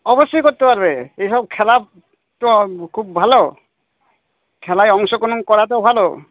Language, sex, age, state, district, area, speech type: Bengali, male, 60+, West Bengal, Purba Bardhaman, urban, conversation